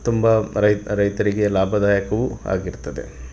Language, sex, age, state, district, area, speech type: Kannada, male, 30-45, Karnataka, Udupi, urban, spontaneous